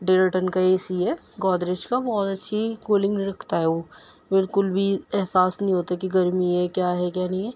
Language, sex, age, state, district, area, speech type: Urdu, female, 18-30, Delhi, Central Delhi, urban, spontaneous